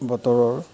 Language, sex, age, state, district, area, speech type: Assamese, male, 30-45, Assam, Charaideo, urban, spontaneous